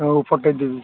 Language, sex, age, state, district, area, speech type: Odia, male, 18-30, Odisha, Malkangiri, urban, conversation